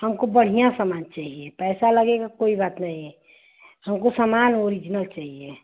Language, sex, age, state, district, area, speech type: Hindi, female, 45-60, Uttar Pradesh, Ghazipur, urban, conversation